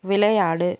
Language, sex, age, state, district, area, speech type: Tamil, female, 18-30, Tamil Nadu, Tiruvallur, urban, read